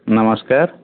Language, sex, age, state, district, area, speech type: Odia, male, 60+, Odisha, Bhadrak, rural, conversation